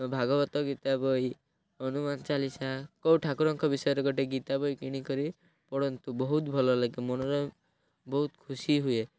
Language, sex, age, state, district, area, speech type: Odia, male, 18-30, Odisha, Malkangiri, urban, spontaneous